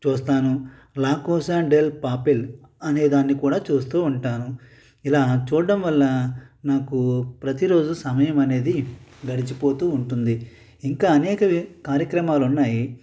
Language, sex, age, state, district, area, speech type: Telugu, male, 30-45, Andhra Pradesh, Konaseema, rural, spontaneous